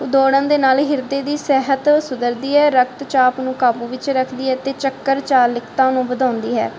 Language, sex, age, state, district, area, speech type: Punjabi, female, 30-45, Punjab, Barnala, rural, spontaneous